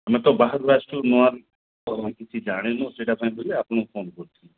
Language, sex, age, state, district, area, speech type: Odia, male, 45-60, Odisha, Koraput, urban, conversation